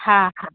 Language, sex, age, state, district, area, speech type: Sindhi, female, 18-30, Gujarat, Surat, urban, conversation